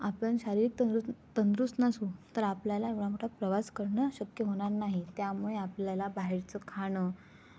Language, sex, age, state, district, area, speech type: Marathi, female, 18-30, Maharashtra, Raigad, rural, spontaneous